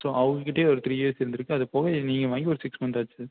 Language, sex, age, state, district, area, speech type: Tamil, male, 18-30, Tamil Nadu, Erode, rural, conversation